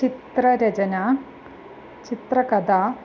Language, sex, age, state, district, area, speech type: Sanskrit, female, 30-45, Kerala, Thiruvananthapuram, urban, spontaneous